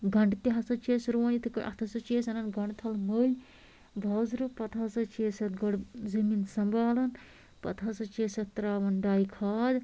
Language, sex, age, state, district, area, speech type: Kashmiri, female, 45-60, Jammu and Kashmir, Anantnag, rural, spontaneous